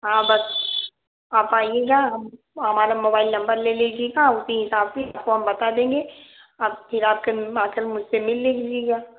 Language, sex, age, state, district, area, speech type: Hindi, female, 45-60, Uttar Pradesh, Ayodhya, rural, conversation